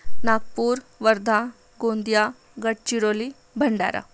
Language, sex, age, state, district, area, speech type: Marathi, female, 30-45, Maharashtra, Amravati, urban, spontaneous